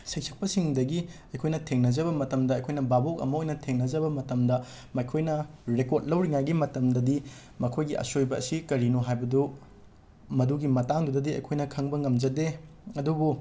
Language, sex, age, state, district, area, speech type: Manipuri, male, 18-30, Manipur, Imphal West, rural, spontaneous